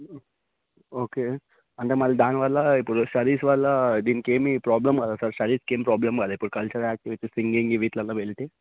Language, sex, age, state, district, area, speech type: Telugu, male, 18-30, Telangana, Vikarabad, urban, conversation